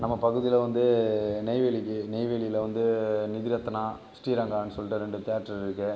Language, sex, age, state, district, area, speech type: Tamil, male, 18-30, Tamil Nadu, Cuddalore, rural, spontaneous